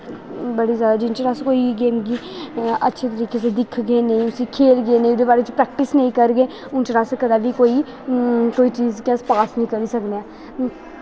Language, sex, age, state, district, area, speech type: Dogri, female, 18-30, Jammu and Kashmir, Kathua, rural, spontaneous